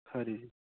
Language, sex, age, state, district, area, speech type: Dogri, male, 18-30, Jammu and Kashmir, Udhampur, rural, conversation